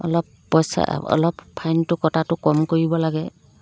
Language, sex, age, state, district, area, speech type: Assamese, female, 30-45, Assam, Dibrugarh, rural, spontaneous